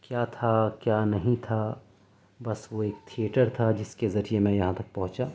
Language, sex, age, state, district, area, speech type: Urdu, male, 30-45, Delhi, South Delhi, rural, spontaneous